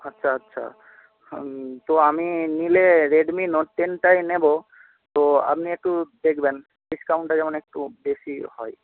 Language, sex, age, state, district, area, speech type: Bengali, male, 18-30, West Bengal, Paschim Medinipur, rural, conversation